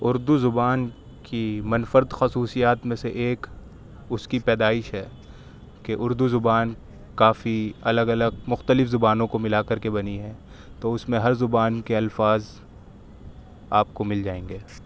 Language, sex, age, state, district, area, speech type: Urdu, male, 18-30, Delhi, Central Delhi, urban, spontaneous